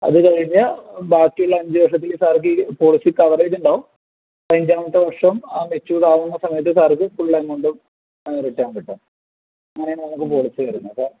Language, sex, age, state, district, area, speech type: Malayalam, male, 30-45, Kerala, Palakkad, rural, conversation